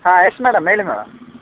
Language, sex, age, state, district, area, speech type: Kannada, male, 18-30, Karnataka, Chitradurga, urban, conversation